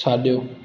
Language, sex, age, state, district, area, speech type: Sindhi, male, 18-30, Madhya Pradesh, Katni, urban, read